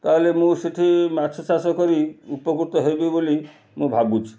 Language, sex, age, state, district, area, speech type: Odia, male, 45-60, Odisha, Kendrapara, urban, spontaneous